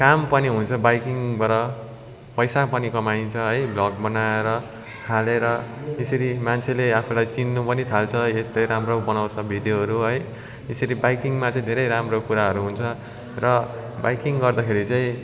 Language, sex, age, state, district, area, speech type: Nepali, male, 18-30, West Bengal, Darjeeling, rural, spontaneous